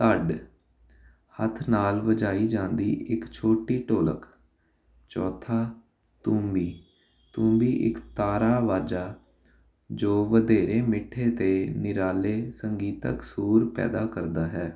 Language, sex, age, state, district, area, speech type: Punjabi, male, 18-30, Punjab, Jalandhar, urban, spontaneous